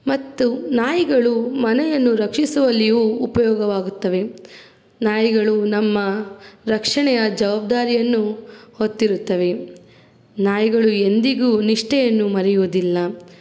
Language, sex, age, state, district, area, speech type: Kannada, female, 45-60, Karnataka, Davanagere, rural, spontaneous